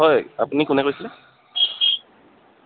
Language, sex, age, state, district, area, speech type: Assamese, male, 18-30, Assam, Tinsukia, rural, conversation